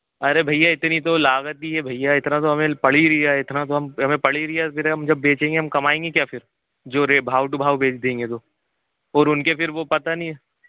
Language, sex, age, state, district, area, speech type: Hindi, male, 18-30, Madhya Pradesh, Jabalpur, urban, conversation